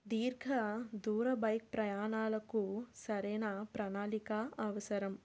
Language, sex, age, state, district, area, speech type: Telugu, female, 30-45, Andhra Pradesh, Krishna, urban, spontaneous